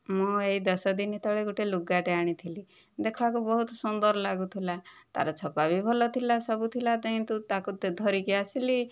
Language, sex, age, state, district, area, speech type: Odia, female, 60+, Odisha, Kandhamal, rural, spontaneous